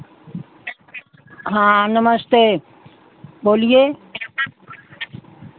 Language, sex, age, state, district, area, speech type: Hindi, female, 60+, Uttar Pradesh, Pratapgarh, rural, conversation